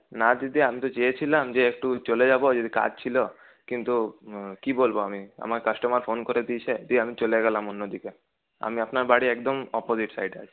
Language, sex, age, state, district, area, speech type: Bengali, male, 30-45, West Bengal, Paschim Bardhaman, urban, conversation